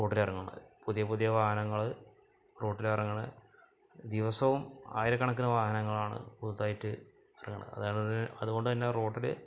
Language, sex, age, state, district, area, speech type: Malayalam, male, 30-45, Kerala, Malappuram, rural, spontaneous